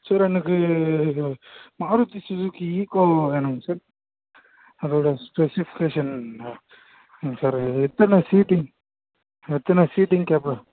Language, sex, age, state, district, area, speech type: Tamil, male, 18-30, Tamil Nadu, Krishnagiri, rural, conversation